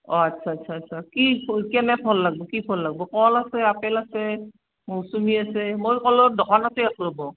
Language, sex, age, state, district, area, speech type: Assamese, female, 45-60, Assam, Barpeta, rural, conversation